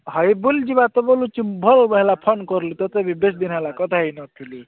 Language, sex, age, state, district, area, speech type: Odia, male, 45-60, Odisha, Nabarangpur, rural, conversation